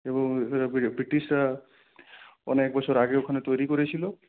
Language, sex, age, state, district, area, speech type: Bengali, male, 18-30, West Bengal, Purulia, urban, conversation